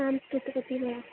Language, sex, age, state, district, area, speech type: Sanskrit, female, 18-30, Rajasthan, Jaipur, urban, conversation